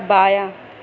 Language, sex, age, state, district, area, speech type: Urdu, female, 18-30, Uttar Pradesh, Gautam Buddha Nagar, rural, read